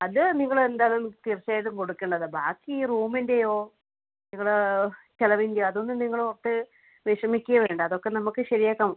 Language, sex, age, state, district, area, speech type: Malayalam, female, 30-45, Kerala, Kannur, rural, conversation